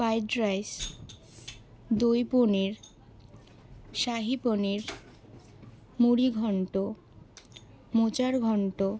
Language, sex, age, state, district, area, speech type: Bengali, female, 18-30, West Bengal, Alipurduar, rural, spontaneous